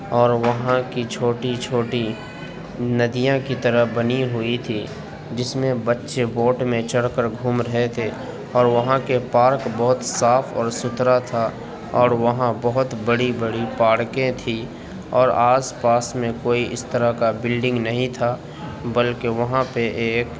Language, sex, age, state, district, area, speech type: Urdu, male, 30-45, Uttar Pradesh, Gautam Buddha Nagar, urban, spontaneous